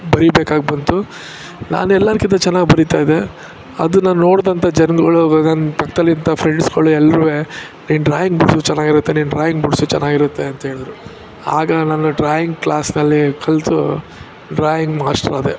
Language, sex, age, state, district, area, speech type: Kannada, male, 45-60, Karnataka, Ramanagara, urban, spontaneous